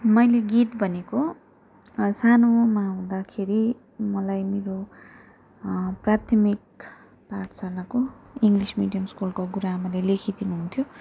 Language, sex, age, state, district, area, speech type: Nepali, female, 18-30, West Bengal, Darjeeling, rural, spontaneous